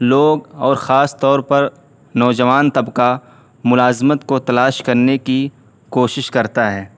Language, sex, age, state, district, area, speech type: Urdu, male, 18-30, Uttar Pradesh, Siddharthnagar, rural, spontaneous